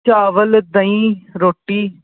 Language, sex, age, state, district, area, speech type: Punjabi, male, 18-30, Punjab, Patiala, urban, conversation